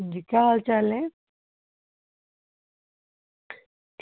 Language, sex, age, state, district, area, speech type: Dogri, female, 30-45, Jammu and Kashmir, Reasi, urban, conversation